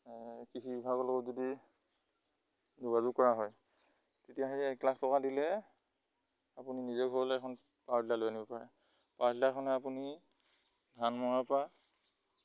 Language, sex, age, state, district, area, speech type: Assamese, male, 30-45, Assam, Lakhimpur, rural, spontaneous